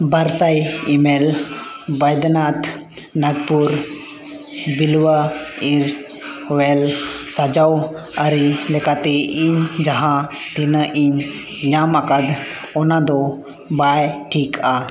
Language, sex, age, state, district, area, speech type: Santali, male, 18-30, Jharkhand, East Singhbhum, rural, read